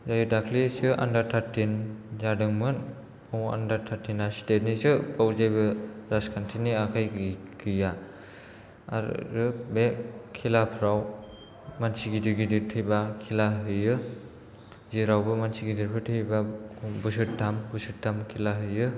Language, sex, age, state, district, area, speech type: Bodo, male, 18-30, Assam, Kokrajhar, rural, spontaneous